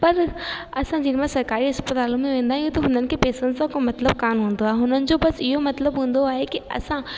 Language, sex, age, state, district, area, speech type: Sindhi, female, 18-30, Rajasthan, Ajmer, urban, spontaneous